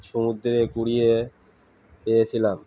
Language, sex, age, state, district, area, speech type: Bengali, male, 45-60, West Bengal, Uttar Dinajpur, urban, spontaneous